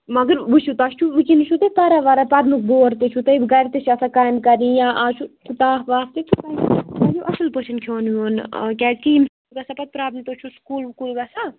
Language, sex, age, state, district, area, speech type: Kashmiri, female, 18-30, Jammu and Kashmir, Baramulla, rural, conversation